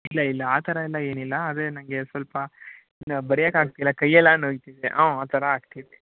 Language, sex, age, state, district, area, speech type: Kannada, male, 18-30, Karnataka, Mysore, urban, conversation